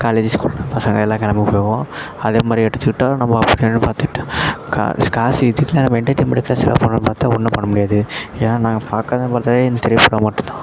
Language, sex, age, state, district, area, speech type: Tamil, male, 18-30, Tamil Nadu, Perambalur, rural, spontaneous